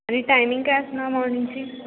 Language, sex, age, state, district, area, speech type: Marathi, female, 18-30, Maharashtra, Kolhapur, rural, conversation